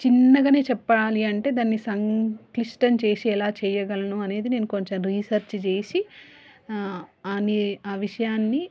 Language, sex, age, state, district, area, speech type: Telugu, female, 30-45, Telangana, Hanamkonda, urban, spontaneous